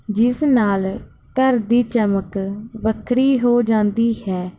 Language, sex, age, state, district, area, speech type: Punjabi, female, 18-30, Punjab, Barnala, rural, spontaneous